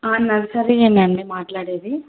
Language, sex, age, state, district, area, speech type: Telugu, female, 18-30, Telangana, Bhadradri Kothagudem, rural, conversation